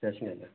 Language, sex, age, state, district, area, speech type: Odia, male, 30-45, Odisha, Bargarh, urban, conversation